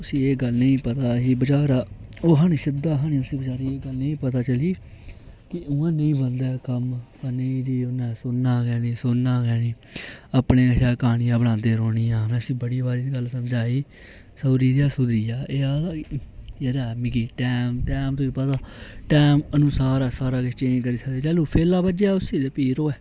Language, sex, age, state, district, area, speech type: Dogri, male, 18-30, Jammu and Kashmir, Reasi, rural, spontaneous